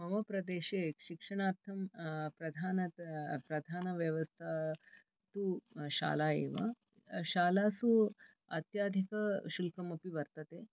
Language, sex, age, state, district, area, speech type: Sanskrit, female, 45-60, Karnataka, Bangalore Urban, urban, spontaneous